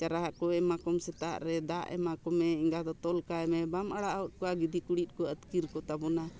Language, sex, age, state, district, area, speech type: Santali, female, 60+, Jharkhand, Bokaro, rural, spontaneous